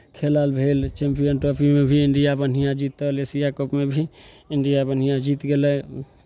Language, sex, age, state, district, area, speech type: Maithili, male, 18-30, Bihar, Samastipur, urban, spontaneous